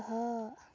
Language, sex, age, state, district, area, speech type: Kashmiri, female, 18-30, Jammu and Kashmir, Shopian, rural, read